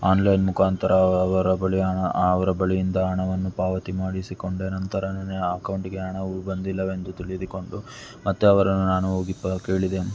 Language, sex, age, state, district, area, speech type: Kannada, male, 18-30, Karnataka, Tumkur, urban, spontaneous